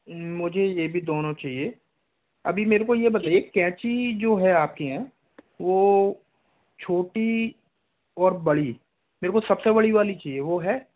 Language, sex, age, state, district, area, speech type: Hindi, male, 30-45, Rajasthan, Jaipur, rural, conversation